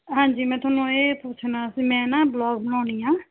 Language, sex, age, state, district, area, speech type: Punjabi, female, 30-45, Punjab, Mansa, urban, conversation